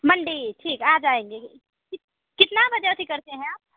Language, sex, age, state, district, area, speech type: Hindi, female, 18-30, Bihar, Samastipur, urban, conversation